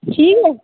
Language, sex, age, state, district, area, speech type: Dogri, female, 30-45, Jammu and Kashmir, Udhampur, urban, conversation